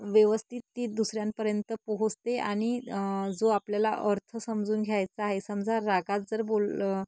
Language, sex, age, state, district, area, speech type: Marathi, female, 30-45, Maharashtra, Nagpur, urban, spontaneous